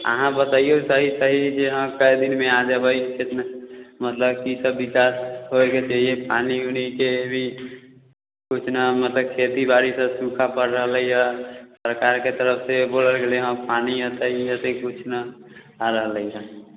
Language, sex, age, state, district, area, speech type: Maithili, male, 18-30, Bihar, Muzaffarpur, rural, conversation